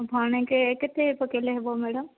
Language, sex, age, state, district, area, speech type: Odia, female, 45-60, Odisha, Gajapati, rural, conversation